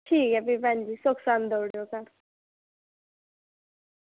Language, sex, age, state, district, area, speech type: Dogri, female, 45-60, Jammu and Kashmir, Reasi, urban, conversation